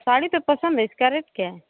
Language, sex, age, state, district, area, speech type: Hindi, female, 30-45, Uttar Pradesh, Mau, rural, conversation